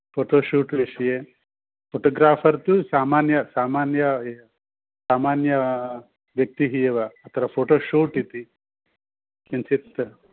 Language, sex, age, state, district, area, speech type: Sanskrit, male, 60+, Andhra Pradesh, Visakhapatnam, urban, conversation